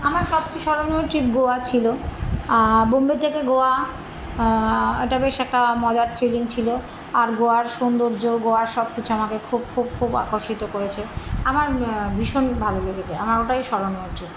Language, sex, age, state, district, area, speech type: Bengali, female, 45-60, West Bengal, Birbhum, urban, spontaneous